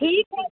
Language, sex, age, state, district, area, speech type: Hindi, female, 30-45, Uttar Pradesh, Pratapgarh, rural, conversation